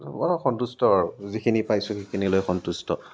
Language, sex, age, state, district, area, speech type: Assamese, male, 30-45, Assam, Kamrup Metropolitan, rural, spontaneous